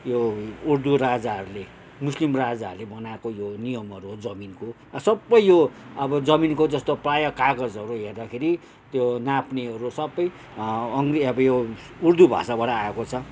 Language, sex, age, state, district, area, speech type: Nepali, male, 60+, West Bengal, Kalimpong, rural, spontaneous